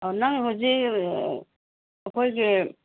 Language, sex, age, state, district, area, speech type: Manipuri, female, 60+, Manipur, Ukhrul, rural, conversation